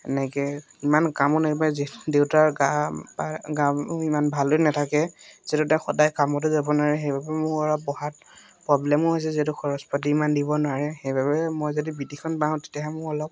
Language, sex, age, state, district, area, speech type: Assamese, male, 18-30, Assam, Majuli, urban, spontaneous